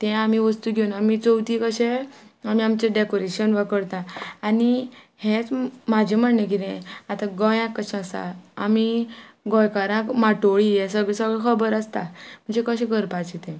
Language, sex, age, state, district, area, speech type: Goan Konkani, female, 18-30, Goa, Ponda, rural, spontaneous